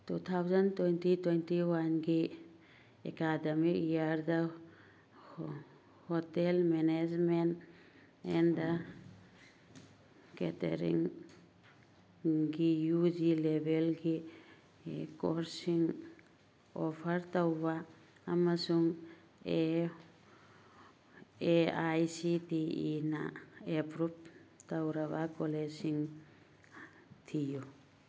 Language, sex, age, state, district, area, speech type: Manipuri, female, 45-60, Manipur, Churachandpur, urban, read